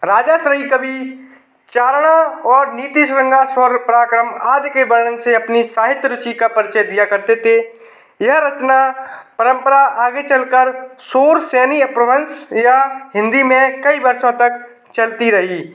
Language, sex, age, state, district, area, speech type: Hindi, male, 18-30, Madhya Pradesh, Gwalior, urban, spontaneous